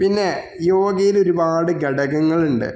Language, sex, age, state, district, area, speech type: Malayalam, male, 45-60, Kerala, Malappuram, rural, spontaneous